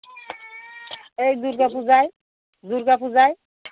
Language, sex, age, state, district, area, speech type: Bengali, female, 30-45, West Bengal, Howrah, urban, conversation